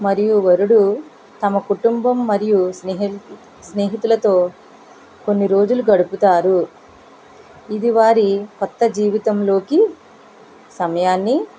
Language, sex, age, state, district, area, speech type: Telugu, female, 45-60, Andhra Pradesh, East Godavari, rural, spontaneous